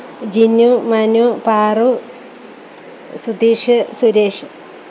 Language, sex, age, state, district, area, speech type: Malayalam, female, 30-45, Kerala, Kollam, rural, spontaneous